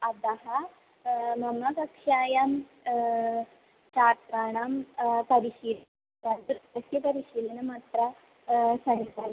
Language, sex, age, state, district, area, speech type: Sanskrit, female, 18-30, Kerala, Thrissur, rural, conversation